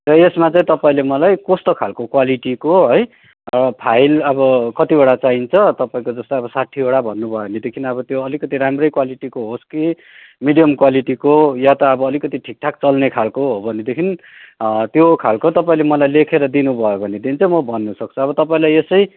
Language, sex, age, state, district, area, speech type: Nepali, male, 30-45, West Bengal, Darjeeling, rural, conversation